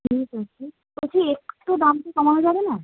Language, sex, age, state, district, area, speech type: Bengali, female, 18-30, West Bengal, Howrah, urban, conversation